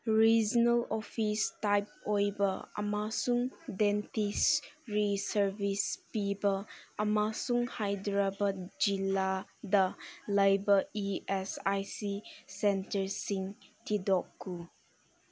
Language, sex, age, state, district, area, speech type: Manipuri, female, 18-30, Manipur, Senapati, rural, read